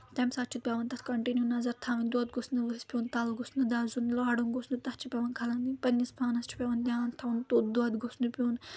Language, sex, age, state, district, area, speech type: Kashmiri, female, 18-30, Jammu and Kashmir, Anantnag, rural, spontaneous